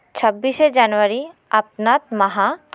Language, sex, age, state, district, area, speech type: Santali, female, 30-45, West Bengal, Birbhum, rural, spontaneous